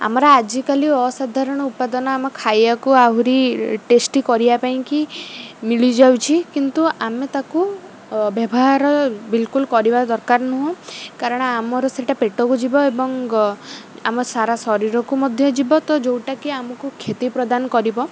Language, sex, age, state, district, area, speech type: Odia, female, 45-60, Odisha, Rayagada, rural, spontaneous